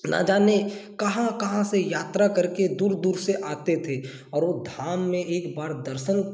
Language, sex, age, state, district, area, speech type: Hindi, male, 18-30, Madhya Pradesh, Balaghat, rural, spontaneous